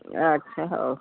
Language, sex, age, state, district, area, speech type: Odia, female, 60+, Odisha, Cuttack, urban, conversation